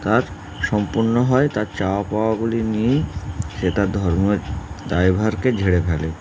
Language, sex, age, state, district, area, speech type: Bengali, male, 30-45, West Bengal, Howrah, urban, spontaneous